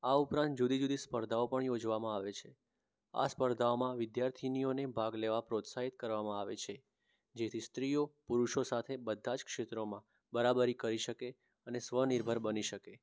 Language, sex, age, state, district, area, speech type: Gujarati, male, 18-30, Gujarat, Mehsana, rural, spontaneous